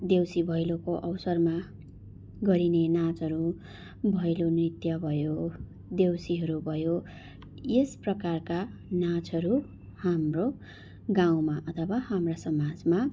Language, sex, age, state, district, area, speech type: Nepali, female, 45-60, West Bengal, Darjeeling, rural, spontaneous